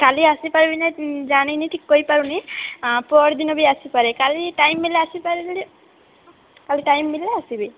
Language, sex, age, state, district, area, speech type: Odia, female, 18-30, Odisha, Malkangiri, urban, conversation